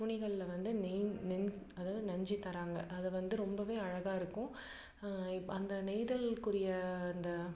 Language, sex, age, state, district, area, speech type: Tamil, female, 30-45, Tamil Nadu, Salem, urban, spontaneous